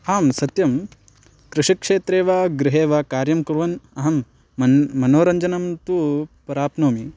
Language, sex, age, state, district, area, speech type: Sanskrit, male, 18-30, Karnataka, Belgaum, rural, spontaneous